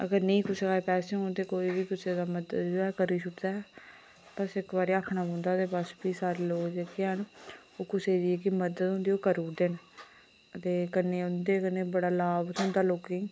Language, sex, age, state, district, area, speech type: Dogri, female, 18-30, Jammu and Kashmir, Reasi, rural, spontaneous